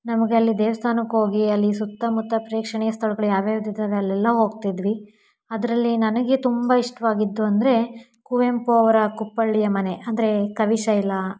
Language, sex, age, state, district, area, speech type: Kannada, female, 18-30, Karnataka, Davanagere, rural, spontaneous